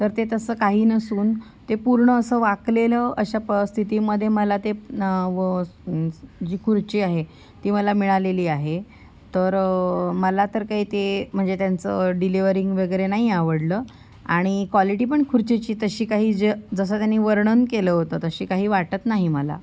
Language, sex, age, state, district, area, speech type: Marathi, female, 30-45, Maharashtra, Sindhudurg, rural, spontaneous